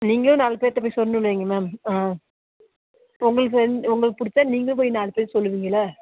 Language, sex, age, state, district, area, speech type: Tamil, female, 45-60, Tamil Nadu, Nilgiris, rural, conversation